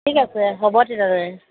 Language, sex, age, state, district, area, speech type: Assamese, female, 30-45, Assam, Sivasagar, rural, conversation